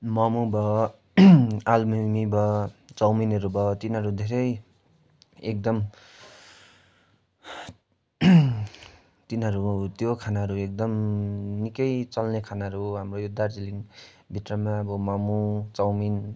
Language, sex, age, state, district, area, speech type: Nepali, male, 18-30, West Bengal, Darjeeling, rural, spontaneous